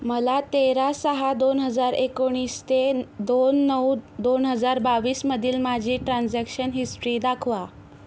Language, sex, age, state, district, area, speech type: Marathi, female, 60+, Maharashtra, Yavatmal, rural, read